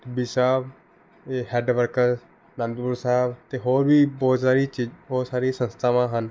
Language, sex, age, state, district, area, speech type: Punjabi, male, 18-30, Punjab, Rupnagar, urban, spontaneous